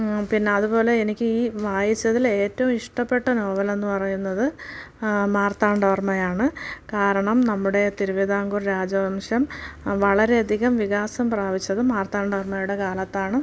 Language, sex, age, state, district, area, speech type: Malayalam, female, 30-45, Kerala, Thiruvananthapuram, rural, spontaneous